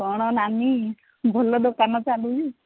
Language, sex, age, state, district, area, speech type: Odia, female, 45-60, Odisha, Angul, rural, conversation